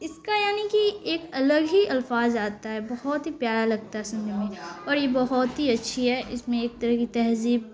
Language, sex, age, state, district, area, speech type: Urdu, female, 18-30, Bihar, Khagaria, rural, spontaneous